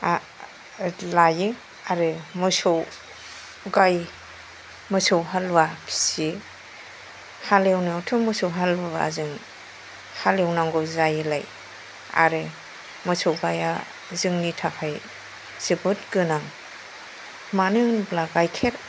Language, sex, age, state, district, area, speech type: Bodo, male, 60+, Assam, Kokrajhar, urban, spontaneous